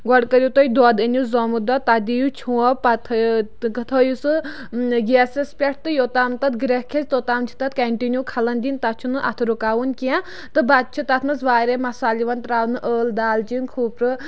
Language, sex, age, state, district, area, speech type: Kashmiri, female, 30-45, Jammu and Kashmir, Kulgam, rural, spontaneous